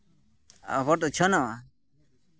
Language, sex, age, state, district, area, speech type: Santali, male, 30-45, West Bengal, Purulia, rural, spontaneous